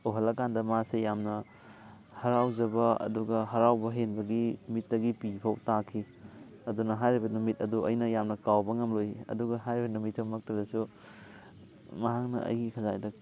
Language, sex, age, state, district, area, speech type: Manipuri, male, 18-30, Manipur, Thoubal, rural, spontaneous